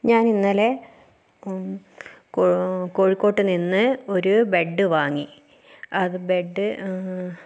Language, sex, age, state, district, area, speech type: Malayalam, female, 18-30, Kerala, Kozhikode, urban, spontaneous